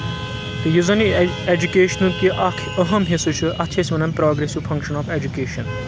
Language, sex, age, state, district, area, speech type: Kashmiri, male, 18-30, Jammu and Kashmir, Anantnag, rural, spontaneous